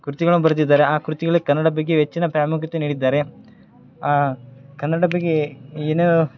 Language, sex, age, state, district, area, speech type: Kannada, male, 18-30, Karnataka, Koppal, rural, spontaneous